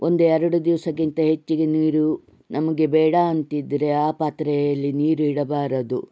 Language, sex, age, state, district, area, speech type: Kannada, female, 60+, Karnataka, Udupi, rural, spontaneous